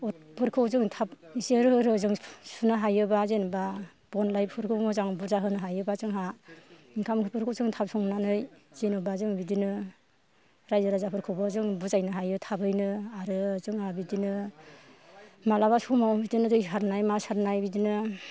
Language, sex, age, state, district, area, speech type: Bodo, female, 60+, Assam, Kokrajhar, rural, spontaneous